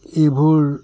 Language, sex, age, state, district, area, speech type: Assamese, male, 60+, Assam, Dibrugarh, rural, spontaneous